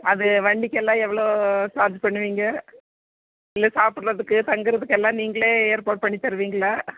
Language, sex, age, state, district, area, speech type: Tamil, female, 60+, Tamil Nadu, Nilgiris, rural, conversation